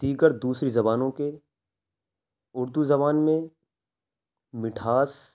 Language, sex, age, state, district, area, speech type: Urdu, male, 18-30, Uttar Pradesh, Ghaziabad, urban, spontaneous